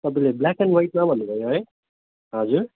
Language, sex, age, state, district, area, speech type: Nepali, male, 18-30, West Bengal, Darjeeling, rural, conversation